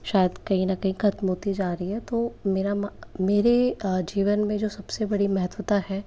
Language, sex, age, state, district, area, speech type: Hindi, female, 30-45, Rajasthan, Jaipur, urban, spontaneous